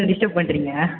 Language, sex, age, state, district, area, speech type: Tamil, male, 18-30, Tamil Nadu, Cuddalore, rural, conversation